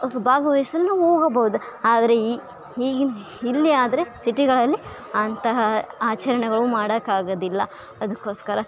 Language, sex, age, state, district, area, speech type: Kannada, female, 18-30, Karnataka, Bellary, rural, spontaneous